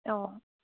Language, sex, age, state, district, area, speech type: Assamese, female, 18-30, Assam, Lakhimpur, rural, conversation